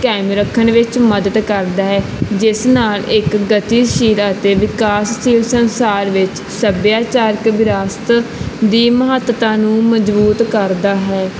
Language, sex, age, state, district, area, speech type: Punjabi, female, 18-30, Punjab, Barnala, urban, spontaneous